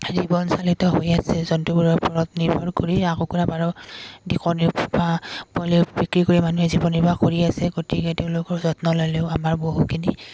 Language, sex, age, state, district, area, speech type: Assamese, female, 18-30, Assam, Udalguri, urban, spontaneous